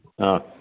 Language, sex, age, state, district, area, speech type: Malayalam, male, 60+, Kerala, Kollam, rural, conversation